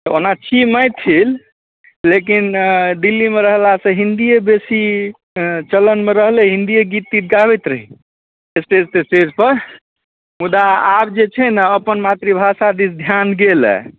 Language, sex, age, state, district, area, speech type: Maithili, male, 45-60, Bihar, Supaul, rural, conversation